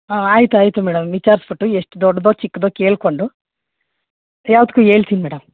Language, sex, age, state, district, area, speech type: Kannada, female, 60+, Karnataka, Mandya, rural, conversation